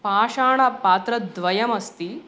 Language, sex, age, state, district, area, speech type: Sanskrit, female, 45-60, Andhra Pradesh, East Godavari, urban, spontaneous